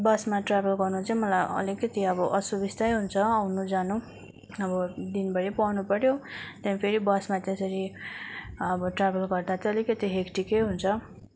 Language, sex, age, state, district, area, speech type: Nepali, female, 18-30, West Bengal, Darjeeling, rural, spontaneous